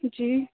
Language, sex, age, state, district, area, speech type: Hindi, female, 30-45, Uttar Pradesh, Lucknow, rural, conversation